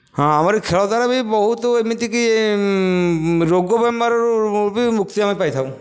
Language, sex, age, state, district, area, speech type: Odia, male, 45-60, Odisha, Dhenkanal, rural, spontaneous